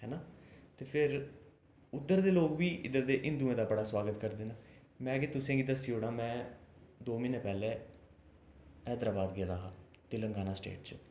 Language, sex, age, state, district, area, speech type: Dogri, male, 18-30, Jammu and Kashmir, Jammu, urban, spontaneous